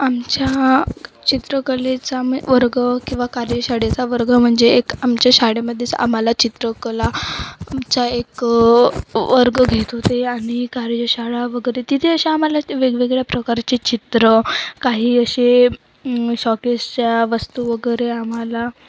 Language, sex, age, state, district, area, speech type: Marathi, female, 30-45, Maharashtra, Wardha, rural, spontaneous